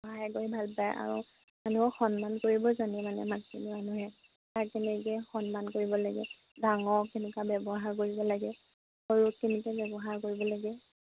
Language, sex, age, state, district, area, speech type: Assamese, female, 18-30, Assam, Majuli, urban, conversation